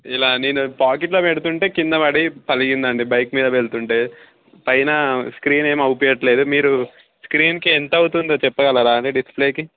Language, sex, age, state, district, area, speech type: Telugu, male, 18-30, Telangana, Sangareddy, rural, conversation